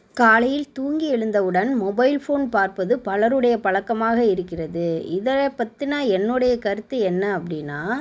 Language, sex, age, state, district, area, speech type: Tamil, female, 30-45, Tamil Nadu, Sivaganga, rural, spontaneous